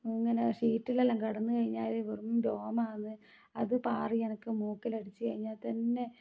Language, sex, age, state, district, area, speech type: Malayalam, female, 30-45, Kerala, Kannur, rural, spontaneous